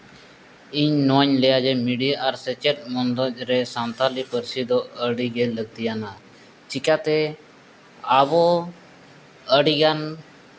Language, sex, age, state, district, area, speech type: Santali, male, 30-45, Jharkhand, East Singhbhum, rural, spontaneous